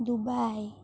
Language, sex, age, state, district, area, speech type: Assamese, female, 30-45, Assam, Kamrup Metropolitan, rural, spontaneous